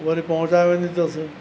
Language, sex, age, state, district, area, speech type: Sindhi, male, 60+, Uttar Pradesh, Lucknow, urban, spontaneous